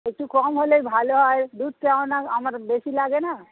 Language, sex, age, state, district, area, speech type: Bengali, female, 60+, West Bengal, Hooghly, rural, conversation